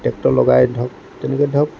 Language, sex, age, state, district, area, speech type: Assamese, male, 45-60, Assam, Lakhimpur, rural, spontaneous